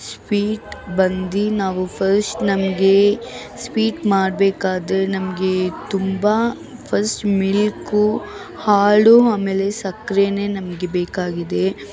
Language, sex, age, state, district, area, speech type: Kannada, female, 18-30, Karnataka, Bangalore Urban, urban, spontaneous